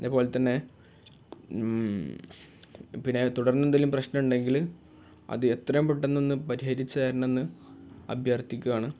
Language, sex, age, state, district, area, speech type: Malayalam, male, 18-30, Kerala, Kozhikode, rural, spontaneous